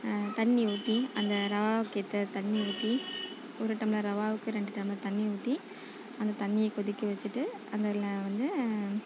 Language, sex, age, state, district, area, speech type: Tamil, female, 30-45, Tamil Nadu, Nagapattinam, rural, spontaneous